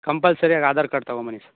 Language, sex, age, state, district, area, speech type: Kannada, male, 30-45, Karnataka, Tumkur, rural, conversation